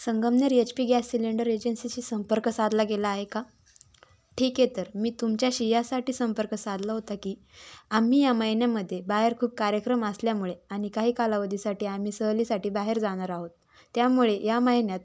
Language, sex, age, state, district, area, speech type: Marathi, female, 18-30, Maharashtra, Ahmednagar, urban, spontaneous